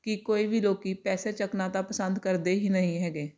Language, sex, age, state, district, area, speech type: Punjabi, female, 18-30, Punjab, Jalandhar, urban, spontaneous